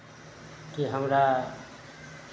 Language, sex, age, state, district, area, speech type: Maithili, male, 60+, Bihar, Araria, rural, spontaneous